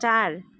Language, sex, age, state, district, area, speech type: Nepali, female, 30-45, West Bengal, Kalimpong, rural, read